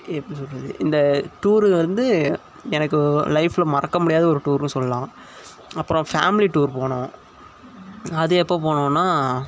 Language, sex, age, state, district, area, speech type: Tamil, male, 18-30, Tamil Nadu, Tiruvarur, rural, spontaneous